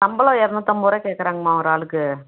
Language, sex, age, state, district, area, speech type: Tamil, female, 30-45, Tamil Nadu, Salem, rural, conversation